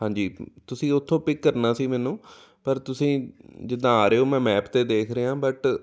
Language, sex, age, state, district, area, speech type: Punjabi, male, 30-45, Punjab, Amritsar, urban, spontaneous